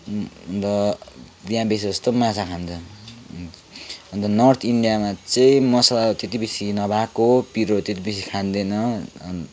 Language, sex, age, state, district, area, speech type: Nepali, male, 18-30, West Bengal, Kalimpong, rural, spontaneous